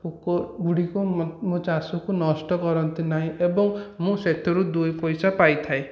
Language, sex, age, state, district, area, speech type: Odia, male, 18-30, Odisha, Khordha, rural, spontaneous